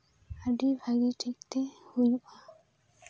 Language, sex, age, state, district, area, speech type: Santali, female, 18-30, West Bengal, Purba Bardhaman, rural, spontaneous